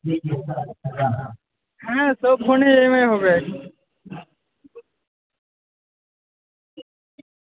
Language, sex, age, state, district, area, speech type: Bengali, male, 45-60, West Bengal, Uttar Dinajpur, urban, conversation